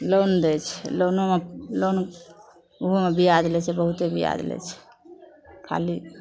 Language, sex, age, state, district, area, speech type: Maithili, female, 45-60, Bihar, Madhepura, rural, spontaneous